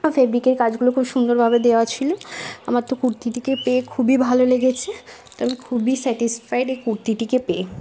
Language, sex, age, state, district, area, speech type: Bengali, female, 18-30, West Bengal, Bankura, urban, spontaneous